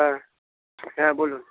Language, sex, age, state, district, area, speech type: Bengali, male, 60+, West Bengal, Dakshin Dinajpur, rural, conversation